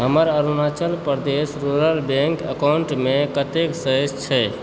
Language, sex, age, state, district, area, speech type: Maithili, male, 30-45, Bihar, Supaul, urban, read